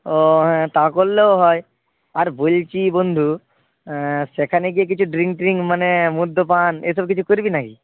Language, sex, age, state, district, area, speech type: Bengali, male, 18-30, West Bengal, Nadia, rural, conversation